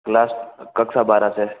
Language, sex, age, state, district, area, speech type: Hindi, male, 18-30, Rajasthan, Jodhpur, urban, conversation